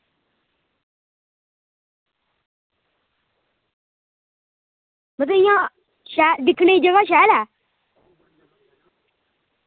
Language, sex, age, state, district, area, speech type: Dogri, male, 18-30, Jammu and Kashmir, Reasi, rural, conversation